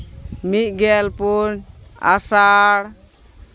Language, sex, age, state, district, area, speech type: Santali, female, 45-60, West Bengal, Malda, rural, spontaneous